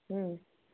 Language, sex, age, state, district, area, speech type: Kannada, female, 60+, Karnataka, Chitradurga, rural, conversation